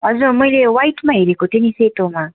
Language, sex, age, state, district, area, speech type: Nepali, female, 18-30, West Bengal, Darjeeling, rural, conversation